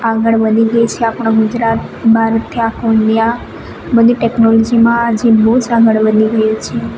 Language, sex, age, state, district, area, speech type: Gujarati, female, 18-30, Gujarat, Narmada, rural, spontaneous